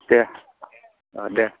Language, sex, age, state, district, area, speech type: Bodo, male, 45-60, Assam, Chirang, urban, conversation